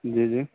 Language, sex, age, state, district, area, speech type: Urdu, male, 18-30, Uttar Pradesh, Saharanpur, urban, conversation